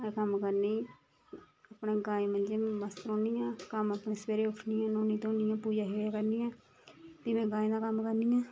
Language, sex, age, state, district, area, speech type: Dogri, female, 30-45, Jammu and Kashmir, Reasi, rural, spontaneous